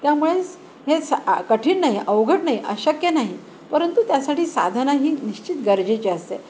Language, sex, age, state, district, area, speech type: Marathi, female, 60+, Maharashtra, Nanded, urban, spontaneous